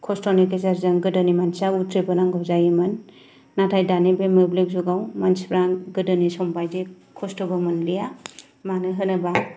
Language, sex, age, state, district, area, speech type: Bodo, female, 30-45, Assam, Kokrajhar, rural, spontaneous